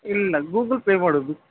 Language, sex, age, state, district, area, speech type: Kannada, male, 45-60, Karnataka, Dakshina Kannada, urban, conversation